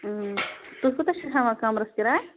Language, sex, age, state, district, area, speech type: Kashmiri, female, 30-45, Jammu and Kashmir, Bandipora, rural, conversation